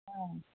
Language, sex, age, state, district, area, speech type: Tamil, female, 60+, Tamil Nadu, Kallakurichi, urban, conversation